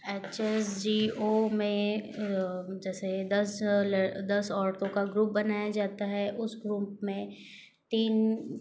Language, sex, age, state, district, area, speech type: Hindi, female, 30-45, Rajasthan, Jodhpur, urban, spontaneous